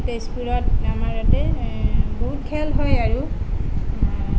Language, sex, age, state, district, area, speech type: Assamese, female, 30-45, Assam, Sonitpur, rural, spontaneous